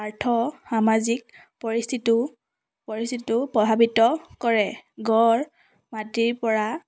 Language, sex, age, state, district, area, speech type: Assamese, female, 18-30, Assam, Charaideo, urban, spontaneous